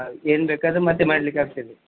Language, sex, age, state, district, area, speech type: Kannada, male, 45-60, Karnataka, Udupi, rural, conversation